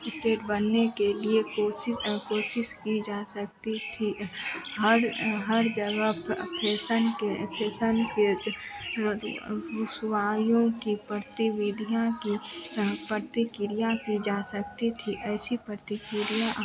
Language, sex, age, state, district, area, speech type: Hindi, female, 18-30, Bihar, Madhepura, rural, spontaneous